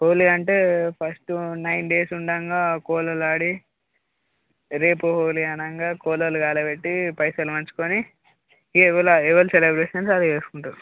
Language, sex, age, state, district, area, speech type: Telugu, male, 18-30, Telangana, Peddapalli, rural, conversation